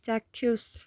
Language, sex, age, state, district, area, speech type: Odia, female, 18-30, Odisha, Kalahandi, rural, read